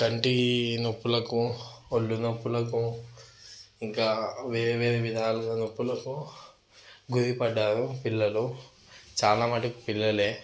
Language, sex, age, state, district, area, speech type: Telugu, male, 30-45, Telangana, Vikarabad, urban, spontaneous